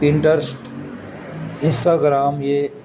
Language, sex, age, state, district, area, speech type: Urdu, male, 60+, Uttar Pradesh, Gautam Buddha Nagar, urban, spontaneous